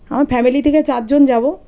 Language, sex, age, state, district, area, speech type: Bengali, female, 30-45, West Bengal, Birbhum, urban, spontaneous